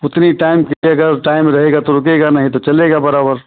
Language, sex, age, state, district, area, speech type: Hindi, male, 60+, Uttar Pradesh, Ayodhya, rural, conversation